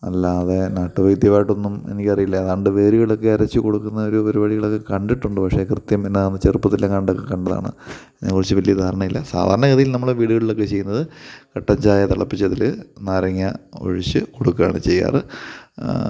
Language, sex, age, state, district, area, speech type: Malayalam, male, 30-45, Kerala, Kottayam, rural, spontaneous